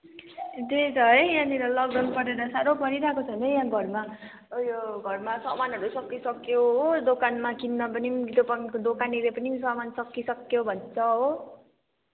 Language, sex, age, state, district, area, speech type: Nepali, female, 18-30, West Bengal, Kalimpong, rural, conversation